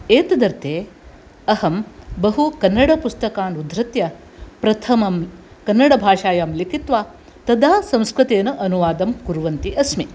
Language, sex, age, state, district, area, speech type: Sanskrit, female, 60+, Karnataka, Dakshina Kannada, urban, spontaneous